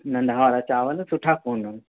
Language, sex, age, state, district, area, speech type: Sindhi, male, 30-45, Uttar Pradesh, Lucknow, urban, conversation